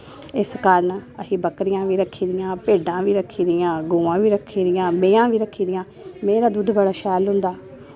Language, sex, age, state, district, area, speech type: Dogri, female, 30-45, Jammu and Kashmir, Samba, rural, spontaneous